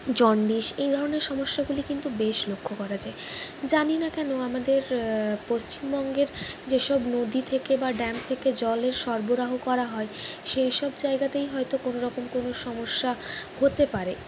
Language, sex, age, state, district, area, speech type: Bengali, female, 45-60, West Bengal, Purulia, urban, spontaneous